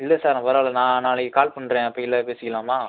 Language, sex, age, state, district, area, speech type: Tamil, male, 30-45, Tamil Nadu, Pudukkottai, rural, conversation